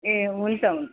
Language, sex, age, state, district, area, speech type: Nepali, female, 60+, West Bengal, Kalimpong, rural, conversation